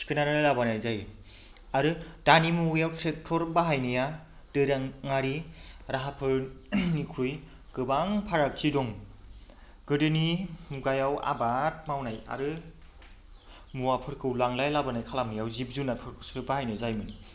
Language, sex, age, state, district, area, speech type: Bodo, male, 30-45, Assam, Chirang, rural, spontaneous